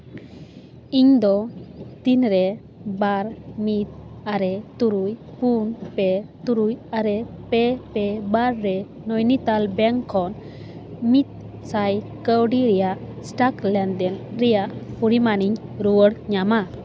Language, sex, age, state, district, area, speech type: Santali, female, 18-30, West Bengal, Paschim Bardhaman, rural, read